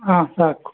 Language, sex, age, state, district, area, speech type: Kannada, male, 60+, Karnataka, Dakshina Kannada, rural, conversation